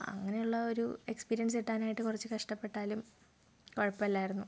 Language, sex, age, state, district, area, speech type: Malayalam, female, 18-30, Kerala, Thiruvananthapuram, rural, spontaneous